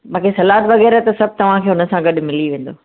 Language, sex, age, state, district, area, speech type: Sindhi, female, 45-60, Maharashtra, Thane, urban, conversation